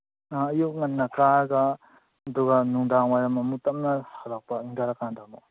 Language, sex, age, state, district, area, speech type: Manipuri, male, 30-45, Manipur, Imphal East, rural, conversation